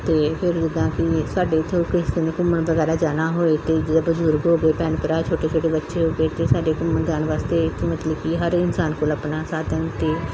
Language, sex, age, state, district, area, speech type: Punjabi, female, 45-60, Punjab, Pathankot, rural, spontaneous